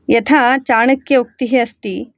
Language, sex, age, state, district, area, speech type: Sanskrit, female, 30-45, Karnataka, Shimoga, rural, spontaneous